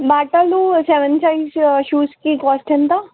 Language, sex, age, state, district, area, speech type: Telugu, female, 30-45, Telangana, Siddipet, urban, conversation